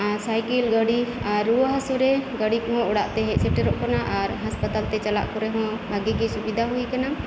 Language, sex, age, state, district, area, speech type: Santali, female, 45-60, West Bengal, Birbhum, rural, spontaneous